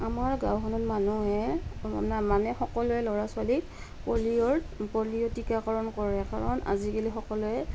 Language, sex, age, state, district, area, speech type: Assamese, female, 30-45, Assam, Nalbari, rural, spontaneous